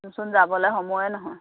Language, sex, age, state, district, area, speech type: Assamese, female, 30-45, Assam, Dhemaji, rural, conversation